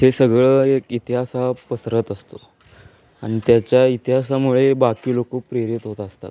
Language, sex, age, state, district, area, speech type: Marathi, male, 18-30, Maharashtra, Sangli, urban, spontaneous